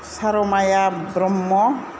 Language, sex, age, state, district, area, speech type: Bodo, female, 60+, Assam, Kokrajhar, rural, spontaneous